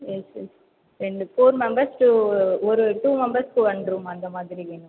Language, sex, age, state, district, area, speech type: Tamil, female, 18-30, Tamil Nadu, Viluppuram, rural, conversation